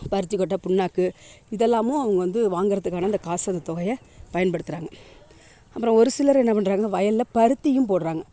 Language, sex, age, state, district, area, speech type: Tamil, female, 30-45, Tamil Nadu, Tiruvarur, rural, spontaneous